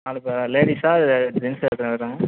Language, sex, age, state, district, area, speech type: Tamil, male, 18-30, Tamil Nadu, Ariyalur, rural, conversation